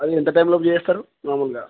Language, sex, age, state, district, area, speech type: Telugu, male, 18-30, Telangana, Jangaon, rural, conversation